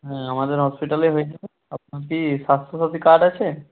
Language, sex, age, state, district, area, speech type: Bengali, male, 18-30, West Bengal, Jalpaiguri, rural, conversation